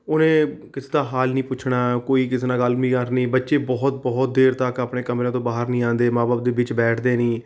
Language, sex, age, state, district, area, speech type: Punjabi, male, 30-45, Punjab, Rupnagar, urban, spontaneous